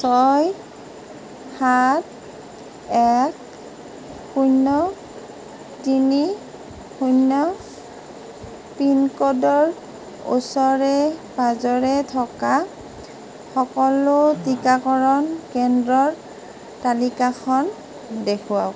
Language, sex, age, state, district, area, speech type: Assamese, female, 30-45, Assam, Nalbari, rural, read